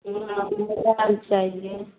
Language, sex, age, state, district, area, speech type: Maithili, female, 18-30, Bihar, Madhepura, rural, conversation